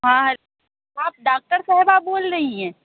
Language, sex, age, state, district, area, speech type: Urdu, female, 30-45, Uttar Pradesh, Lucknow, urban, conversation